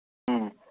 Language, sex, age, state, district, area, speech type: Manipuri, male, 30-45, Manipur, Kangpokpi, urban, conversation